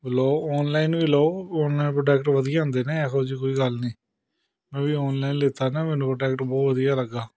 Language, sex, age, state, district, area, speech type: Punjabi, male, 30-45, Punjab, Amritsar, urban, spontaneous